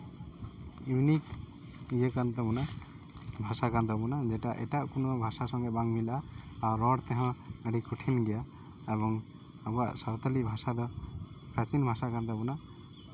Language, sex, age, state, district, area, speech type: Santali, male, 18-30, West Bengal, Uttar Dinajpur, rural, spontaneous